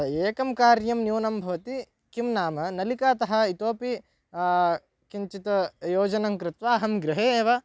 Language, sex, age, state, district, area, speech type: Sanskrit, male, 18-30, Karnataka, Bagalkot, rural, spontaneous